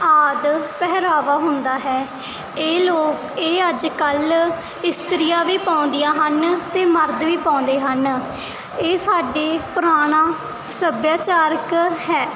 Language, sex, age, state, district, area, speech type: Punjabi, female, 18-30, Punjab, Mansa, rural, spontaneous